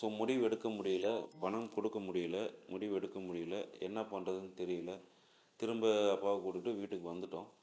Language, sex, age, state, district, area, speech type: Tamil, male, 45-60, Tamil Nadu, Salem, urban, spontaneous